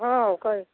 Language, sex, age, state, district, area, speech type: Odia, female, 30-45, Odisha, Sambalpur, rural, conversation